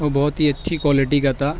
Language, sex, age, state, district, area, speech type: Urdu, male, 60+, Maharashtra, Nashik, rural, spontaneous